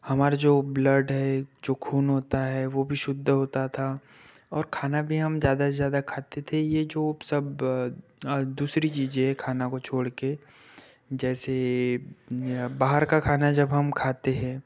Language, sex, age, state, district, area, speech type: Hindi, male, 30-45, Madhya Pradesh, Betul, urban, spontaneous